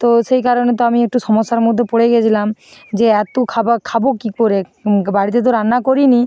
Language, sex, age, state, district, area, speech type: Bengali, female, 45-60, West Bengal, Nadia, rural, spontaneous